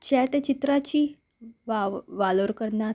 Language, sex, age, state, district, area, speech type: Goan Konkani, female, 18-30, Goa, Salcete, rural, spontaneous